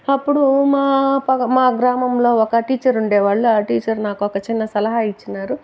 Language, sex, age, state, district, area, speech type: Telugu, female, 45-60, Andhra Pradesh, Chittoor, rural, spontaneous